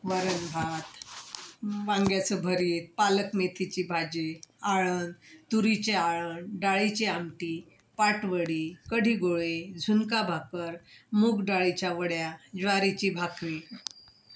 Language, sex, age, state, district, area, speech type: Marathi, female, 60+, Maharashtra, Wardha, urban, spontaneous